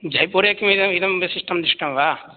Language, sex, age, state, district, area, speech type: Sanskrit, male, 18-30, Bihar, Begusarai, rural, conversation